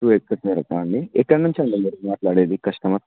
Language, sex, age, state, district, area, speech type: Telugu, male, 18-30, Telangana, Vikarabad, urban, conversation